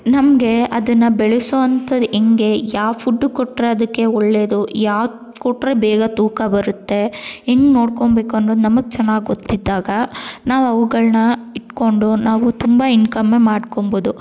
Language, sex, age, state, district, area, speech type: Kannada, female, 18-30, Karnataka, Bangalore Rural, rural, spontaneous